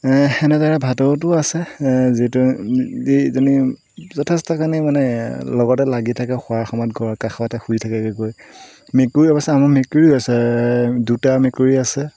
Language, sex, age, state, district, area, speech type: Assamese, male, 18-30, Assam, Golaghat, urban, spontaneous